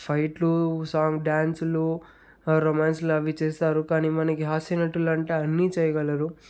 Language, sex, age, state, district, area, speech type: Telugu, male, 30-45, Andhra Pradesh, Chittoor, rural, spontaneous